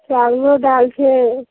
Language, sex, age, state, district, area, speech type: Maithili, female, 45-60, Bihar, Araria, rural, conversation